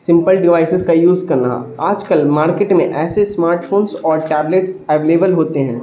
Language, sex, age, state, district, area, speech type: Urdu, male, 18-30, Bihar, Darbhanga, rural, spontaneous